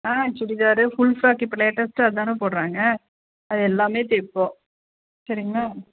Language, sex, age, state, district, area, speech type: Tamil, female, 45-60, Tamil Nadu, Coimbatore, urban, conversation